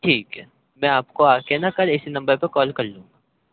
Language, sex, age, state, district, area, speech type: Urdu, male, 18-30, Uttar Pradesh, Ghaziabad, rural, conversation